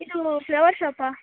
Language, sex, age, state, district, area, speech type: Kannada, female, 18-30, Karnataka, Gadag, rural, conversation